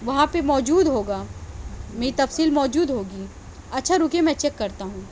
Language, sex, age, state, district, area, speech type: Urdu, female, 18-30, Delhi, South Delhi, urban, spontaneous